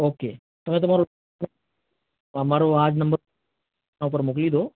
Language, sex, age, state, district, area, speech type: Gujarati, male, 45-60, Gujarat, Ahmedabad, urban, conversation